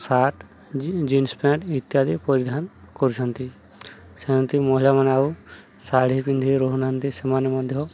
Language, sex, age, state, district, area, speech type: Odia, male, 30-45, Odisha, Subarnapur, urban, spontaneous